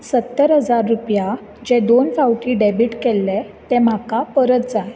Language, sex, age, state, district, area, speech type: Goan Konkani, female, 18-30, Goa, Bardez, urban, read